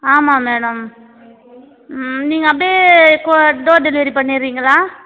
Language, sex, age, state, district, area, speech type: Tamil, female, 30-45, Tamil Nadu, Tiruvannamalai, rural, conversation